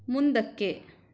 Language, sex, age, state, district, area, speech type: Kannada, female, 18-30, Karnataka, Shimoga, rural, read